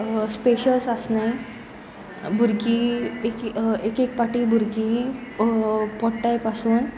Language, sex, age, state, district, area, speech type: Goan Konkani, female, 18-30, Goa, Sanguem, rural, spontaneous